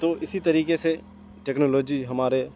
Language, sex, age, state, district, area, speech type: Urdu, male, 18-30, Bihar, Saharsa, urban, spontaneous